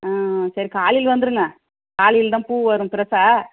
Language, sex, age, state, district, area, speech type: Tamil, female, 30-45, Tamil Nadu, Tirupattur, rural, conversation